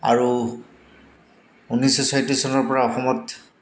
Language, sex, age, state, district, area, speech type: Assamese, male, 45-60, Assam, Goalpara, urban, spontaneous